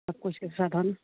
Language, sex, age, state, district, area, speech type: Maithili, female, 45-60, Bihar, Araria, rural, conversation